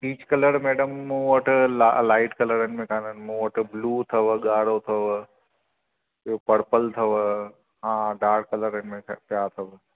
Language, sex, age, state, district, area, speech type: Sindhi, male, 45-60, Maharashtra, Mumbai Suburban, urban, conversation